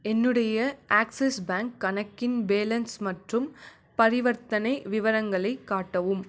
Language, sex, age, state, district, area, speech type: Tamil, female, 18-30, Tamil Nadu, Krishnagiri, rural, read